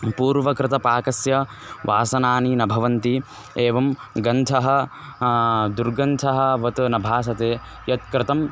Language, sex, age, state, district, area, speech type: Sanskrit, male, 18-30, Karnataka, Bellary, rural, spontaneous